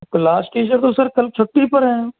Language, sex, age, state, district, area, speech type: Hindi, male, 60+, Rajasthan, Karauli, rural, conversation